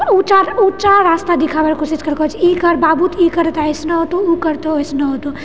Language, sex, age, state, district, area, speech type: Maithili, female, 30-45, Bihar, Purnia, rural, spontaneous